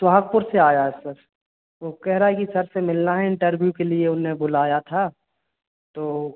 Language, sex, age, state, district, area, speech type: Hindi, male, 18-30, Madhya Pradesh, Hoshangabad, urban, conversation